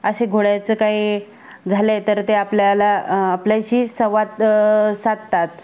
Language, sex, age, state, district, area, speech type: Marathi, female, 45-60, Maharashtra, Buldhana, rural, spontaneous